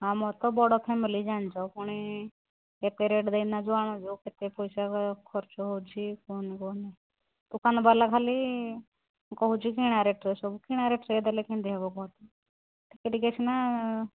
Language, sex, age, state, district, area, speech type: Odia, female, 45-60, Odisha, Angul, rural, conversation